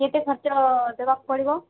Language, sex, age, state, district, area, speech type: Odia, female, 18-30, Odisha, Subarnapur, urban, conversation